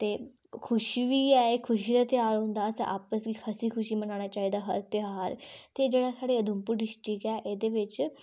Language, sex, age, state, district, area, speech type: Dogri, female, 18-30, Jammu and Kashmir, Udhampur, rural, spontaneous